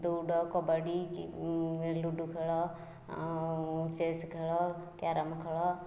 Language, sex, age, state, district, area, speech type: Odia, female, 45-60, Odisha, Jajpur, rural, spontaneous